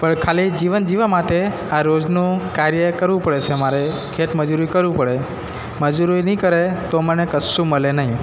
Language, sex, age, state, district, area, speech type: Gujarati, male, 30-45, Gujarat, Narmada, rural, spontaneous